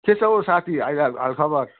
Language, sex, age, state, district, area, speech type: Nepali, male, 60+, West Bengal, Jalpaiguri, urban, conversation